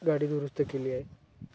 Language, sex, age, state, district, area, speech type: Marathi, male, 18-30, Maharashtra, Hingoli, urban, spontaneous